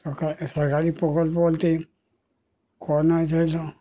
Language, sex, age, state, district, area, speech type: Bengali, male, 60+, West Bengal, Darjeeling, rural, spontaneous